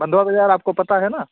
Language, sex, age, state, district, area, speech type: Hindi, male, 18-30, Uttar Pradesh, Jaunpur, urban, conversation